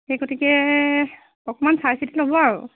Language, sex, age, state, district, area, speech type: Assamese, female, 45-60, Assam, Jorhat, urban, conversation